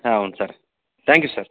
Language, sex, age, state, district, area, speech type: Kannada, male, 45-60, Karnataka, Koppal, rural, conversation